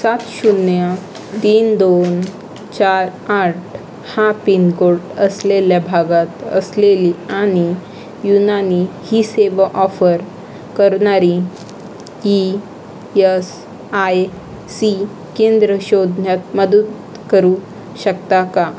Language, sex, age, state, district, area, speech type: Marathi, female, 18-30, Maharashtra, Aurangabad, rural, read